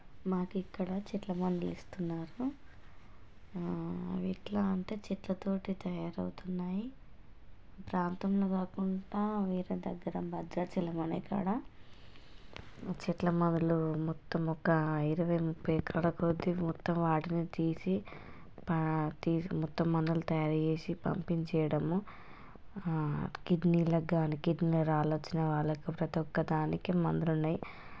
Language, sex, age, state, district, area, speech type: Telugu, female, 30-45, Telangana, Hanamkonda, rural, spontaneous